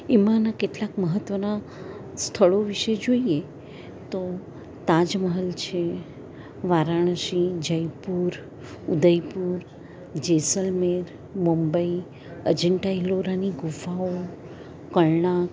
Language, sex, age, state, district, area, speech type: Gujarati, female, 60+, Gujarat, Valsad, rural, spontaneous